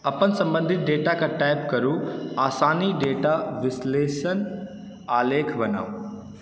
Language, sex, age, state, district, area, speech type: Maithili, male, 30-45, Bihar, Supaul, urban, read